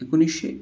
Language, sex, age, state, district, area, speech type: Marathi, male, 18-30, Maharashtra, Pune, urban, spontaneous